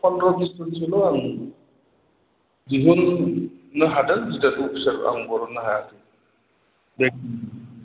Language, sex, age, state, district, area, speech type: Bodo, male, 45-60, Assam, Chirang, urban, conversation